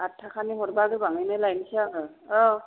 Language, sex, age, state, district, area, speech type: Bodo, female, 45-60, Assam, Chirang, rural, conversation